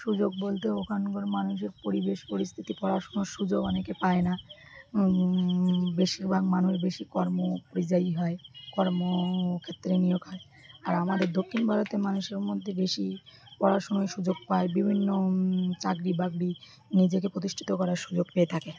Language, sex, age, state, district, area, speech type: Bengali, female, 30-45, West Bengal, Birbhum, urban, spontaneous